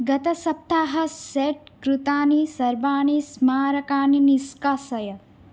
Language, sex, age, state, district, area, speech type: Sanskrit, female, 18-30, Odisha, Bhadrak, rural, read